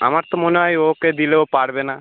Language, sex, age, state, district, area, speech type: Bengali, male, 18-30, West Bengal, North 24 Parganas, urban, conversation